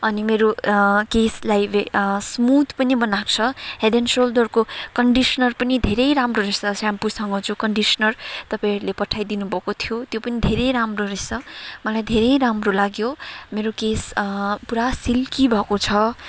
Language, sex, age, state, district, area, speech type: Nepali, female, 30-45, West Bengal, Kalimpong, rural, spontaneous